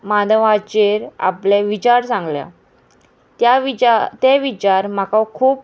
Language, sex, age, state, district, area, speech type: Goan Konkani, female, 18-30, Goa, Murmgao, urban, spontaneous